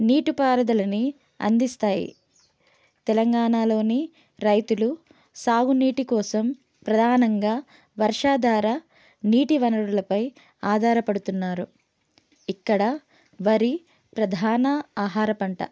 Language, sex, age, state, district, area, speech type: Telugu, female, 30-45, Telangana, Hanamkonda, urban, spontaneous